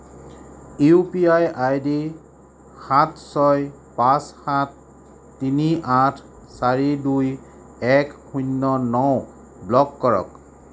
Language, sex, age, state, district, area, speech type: Assamese, male, 45-60, Assam, Sonitpur, urban, read